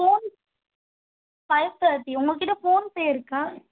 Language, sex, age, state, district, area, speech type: Tamil, female, 18-30, Tamil Nadu, Madurai, urban, conversation